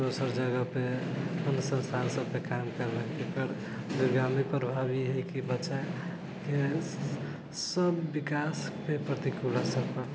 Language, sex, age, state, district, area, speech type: Maithili, male, 30-45, Bihar, Sitamarhi, rural, spontaneous